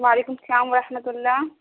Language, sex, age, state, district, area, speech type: Urdu, female, 18-30, Bihar, Gaya, urban, conversation